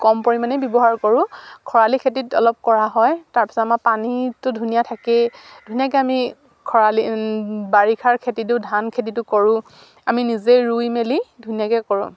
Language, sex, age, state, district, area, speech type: Assamese, female, 45-60, Assam, Dibrugarh, rural, spontaneous